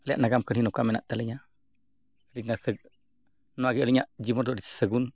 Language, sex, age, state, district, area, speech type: Santali, male, 45-60, Odisha, Mayurbhanj, rural, spontaneous